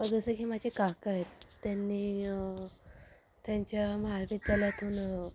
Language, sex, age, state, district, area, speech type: Marathi, female, 18-30, Maharashtra, Thane, urban, spontaneous